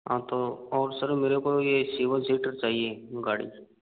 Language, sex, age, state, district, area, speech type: Hindi, male, 60+, Rajasthan, Karauli, rural, conversation